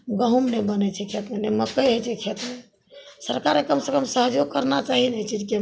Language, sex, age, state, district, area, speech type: Maithili, female, 60+, Bihar, Madhepura, rural, spontaneous